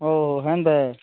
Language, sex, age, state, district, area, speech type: Odia, male, 45-60, Odisha, Nuapada, urban, conversation